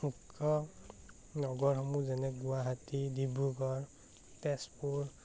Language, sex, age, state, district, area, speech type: Assamese, male, 18-30, Assam, Morigaon, rural, spontaneous